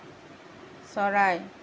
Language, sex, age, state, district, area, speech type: Assamese, female, 45-60, Assam, Nalbari, rural, read